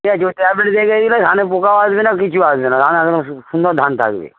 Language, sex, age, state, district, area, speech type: Bengali, male, 45-60, West Bengal, Darjeeling, rural, conversation